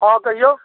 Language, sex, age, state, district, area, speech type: Maithili, male, 45-60, Bihar, Saharsa, rural, conversation